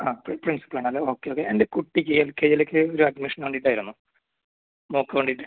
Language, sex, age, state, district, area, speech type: Malayalam, male, 18-30, Kerala, Kasaragod, rural, conversation